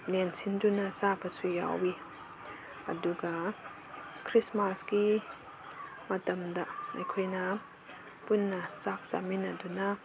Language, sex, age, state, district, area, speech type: Manipuri, female, 30-45, Manipur, Imphal East, rural, spontaneous